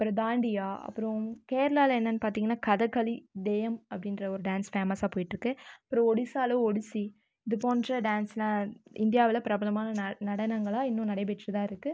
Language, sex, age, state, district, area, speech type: Tamil, female, 30-45, Tamil Nadu, Viluppuram, rural, spontaneous